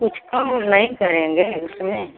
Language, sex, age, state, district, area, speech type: Hindi, female, 60+, Uttar Pradesh, Mau, rural, conversation